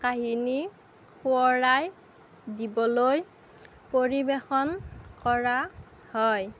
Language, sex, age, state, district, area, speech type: Assamese, female, 30-45, Assam, Darrang, rural, read